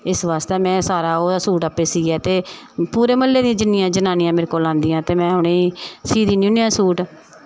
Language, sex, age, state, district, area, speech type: Dogri, female, 45-60, Jammu and Kashmir, Samba, rural, spontaneous